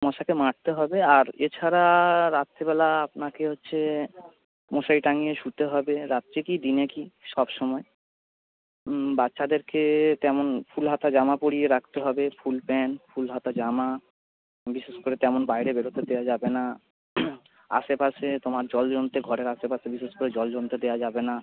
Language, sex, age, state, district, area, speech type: Bengali, male, 30-45, West Bengal, North 24 Parganas, urban, conversation